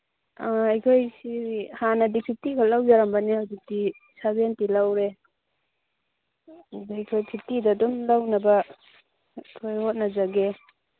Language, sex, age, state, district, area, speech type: Manipuri, female, 30-45, Manipur, Churachandpur, rural, conversation